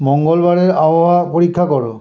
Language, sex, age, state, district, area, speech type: Bengali, male, 60+, West Bengal, South 24 Parganas, urban, read